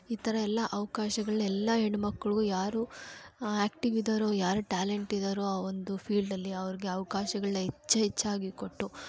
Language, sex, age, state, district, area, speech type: Kannada, female, 18-30, Karnataka, Kolar, urban, spontaneous